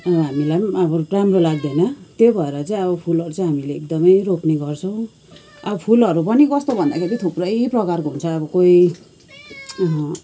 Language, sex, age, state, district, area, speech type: Nepali, female, 45-60, West Bengal, Kalimpong, rural, spontaneous